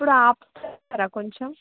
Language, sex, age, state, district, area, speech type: Telugu, female, 18-30, Telangana, Ranga Reddy, rural, conversation